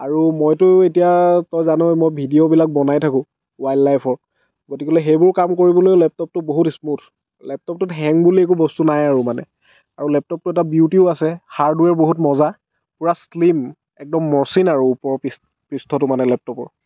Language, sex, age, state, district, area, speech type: Assamese, male, 45-60, Assam, Dhemaji, rural, spontaneous